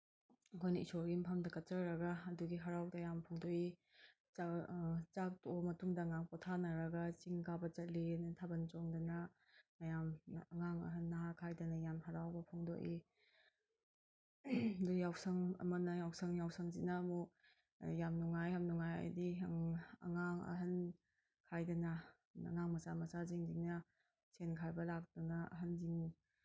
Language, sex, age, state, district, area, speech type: Manipuri, female, 30-45, Manipur, Imphal East, rural, spontaneous